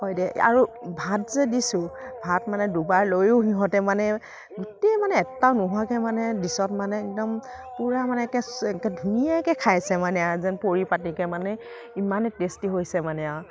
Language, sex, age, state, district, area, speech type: Assamese, female, 30-45, Assam, Kamrup Metropolitan, urban, spontaneous